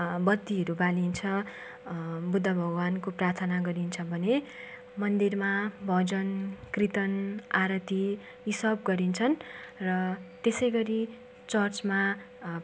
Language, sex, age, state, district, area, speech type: Nepali, female, 18-30, West Bengal, Darjeeling, rural, spontaneous